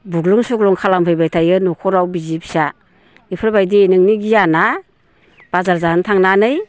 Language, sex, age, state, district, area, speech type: Bodo, female, 60+, Assam, Baksa, urban, spontaneous